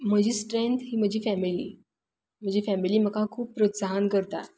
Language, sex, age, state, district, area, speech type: Goan Konkani, female, 30-45, Goa, Tiswadi, rural, spontaneous